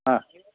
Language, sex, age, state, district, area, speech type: Malayalam, male, 60+, Kerala, Kottayam, urban, conversation